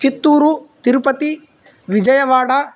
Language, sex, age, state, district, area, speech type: Sanskrit, male, 18-30, Andhra Pradesh, Kadapa, rural, spontaneous